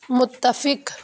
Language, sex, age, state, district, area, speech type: Urdu, female, 30-45, Uttar Pradesh, Lucknow, urban, read